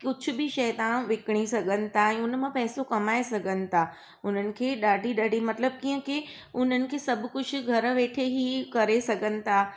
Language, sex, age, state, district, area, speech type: Sindhi, female, 30-45, Gujarat, Surat, urban, spontaneous